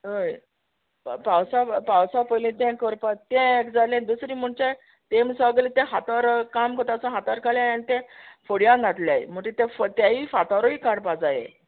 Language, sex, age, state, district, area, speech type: Goan Konkani, female, 45-60, Goa, Quepem, rural, conversation